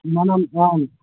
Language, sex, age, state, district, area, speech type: Telugu, male, 30-45, Telangana, Hyderabad, rural, conversation